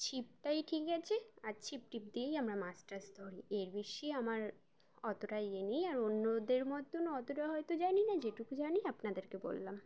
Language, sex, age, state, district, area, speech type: Bengali, female, 18-30, West Bengal, Uttar Dinajpur, urban, spontaneous